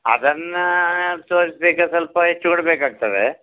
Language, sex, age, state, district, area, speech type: Kannada, male, 60+, Karnataka, Udupi, rural, conversation